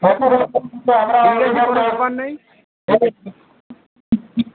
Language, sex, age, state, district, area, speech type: Bengali, male, 18-30, West Bengal, Uttar Dinajpur, rural, conversation